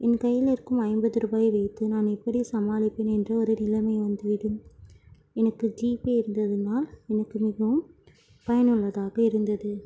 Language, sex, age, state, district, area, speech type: Tamil, female, 18-30, Tamil Nadu, Ranipet, urban, spontaneous